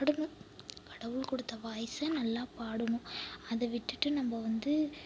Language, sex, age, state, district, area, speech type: Tamil, female, 18-30, Tamil Nadu, Mayiladuthurai, urban, spontaneous